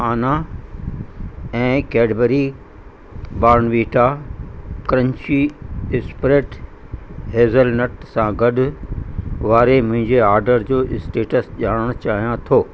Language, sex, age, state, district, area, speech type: Sindhi, male, 60+, Uttar Pradesh, Lucknow, urban, read